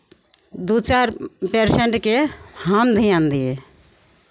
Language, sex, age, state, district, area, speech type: Maithili, female, 45-60, Bihar, Begusarai, rural, spontaneous